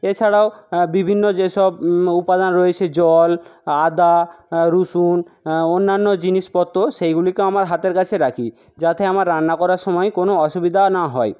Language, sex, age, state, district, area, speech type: Bengali, male, 60+, West Bengal, Jhargram, rural, spontaneous